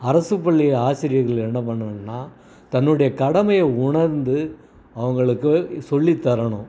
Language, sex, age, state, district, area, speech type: Tamil, male, 60+, Tamil Nadu, Salem, rural, spontaneous